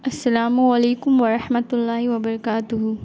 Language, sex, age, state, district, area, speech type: Urdu, female, 18-30, Bihar, Gaya, urban, spontaneous